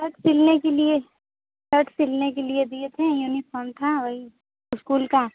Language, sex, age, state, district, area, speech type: Hindi, female, 45-60, Uttar Pradesh, Sonbhadra, rural, conversation